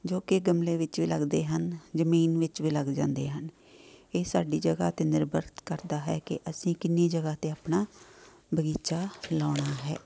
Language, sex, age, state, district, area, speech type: Punjabi, female, 45-60, Punjab, Amritsar, urban, spontaneous